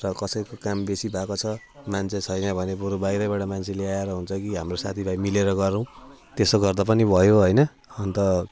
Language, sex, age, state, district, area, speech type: Nepali, male, 30-45, West Bengal, Jalpaiguri, urban, spontaneous